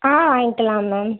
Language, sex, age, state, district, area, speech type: Tamil, female, 18-30, Tamil Nadu, Madurai, urban, conversation